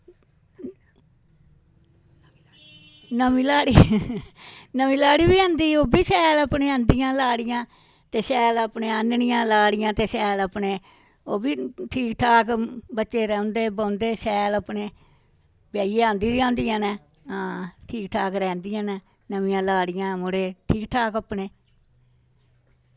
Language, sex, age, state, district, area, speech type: Dogri, female, 60+, Jammu and Kashmir, Samba, urban, spontaneous